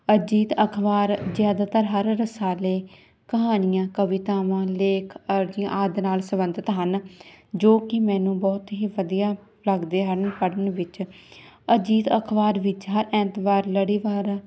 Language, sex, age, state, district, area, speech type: Punjabi, female, 18-30, Punjab, Barnala, rural, spontaneous